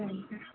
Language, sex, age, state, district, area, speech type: Tamil, female, 30-45, Tamil Nadu, Nilgiris, rural, conversation